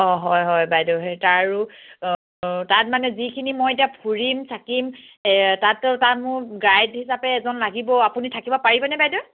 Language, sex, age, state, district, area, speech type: Assamese, female, 45-60, Assam, Dibrugarh, rural, conversation